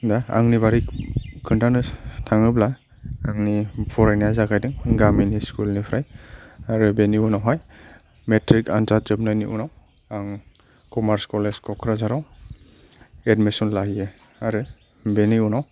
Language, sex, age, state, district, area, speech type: Bodo, male, 30-45, Assam, Kokrajhar, rural, spontaneous